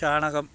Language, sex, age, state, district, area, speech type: Malayalam, male, 60+, Kerala, Idukki, rural, spontaneous